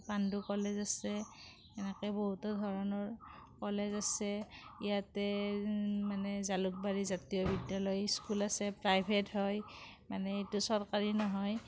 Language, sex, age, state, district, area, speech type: Assamese, female, 45-60, Assam, Kamrup Metropolitan, rural, spontaneous